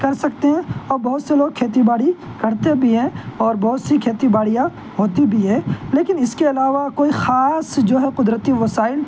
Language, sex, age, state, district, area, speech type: Urdu, male, 18-30, Delhi, North West Delhi, urban, spontaneous